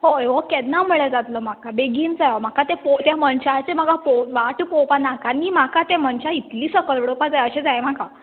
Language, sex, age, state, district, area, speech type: Goan Konkani, female, 18-30, Goa, Quepem, rural, conversation